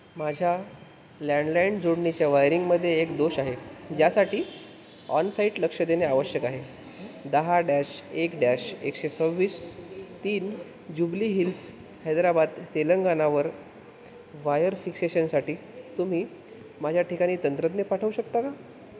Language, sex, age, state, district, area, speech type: Marathi, male, 18-30, Maharashtra, Wardha, urban, read